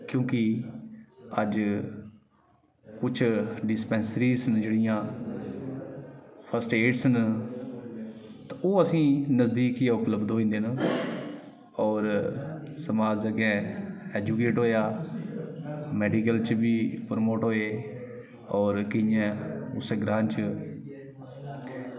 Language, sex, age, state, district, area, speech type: Dogri, male, 30-45, Jammu and Kashmir, Udhampur, rural, spontaneous